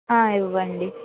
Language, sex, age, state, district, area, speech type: Telugu, female, 45-60, Andhra Pradesh, N T Rama Rao, urban, conversation